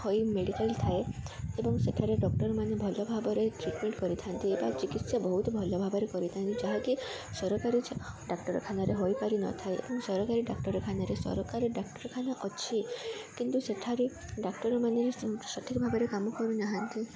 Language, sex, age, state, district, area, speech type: Odia, female, 18-30, Odisha, Koraput, urban, spontaneous